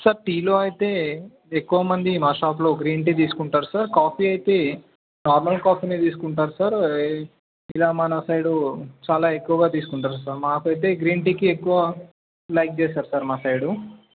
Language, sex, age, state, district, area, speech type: Telugu, male, 18-30, Telangana, Medchal, urban, conversation